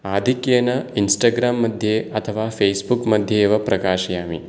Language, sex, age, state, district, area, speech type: Sanskrit, male, 18-30, Kerala, Ernakulam, urban, spontaneous